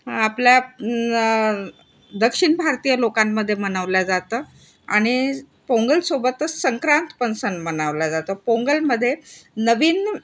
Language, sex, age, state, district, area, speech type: Marathi, female, 60+, Maharashtra, Nagpur, urban, spontaneous